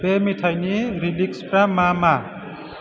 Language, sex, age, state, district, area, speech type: Bodo, male, 30-45, Assam, Chirang, urban, read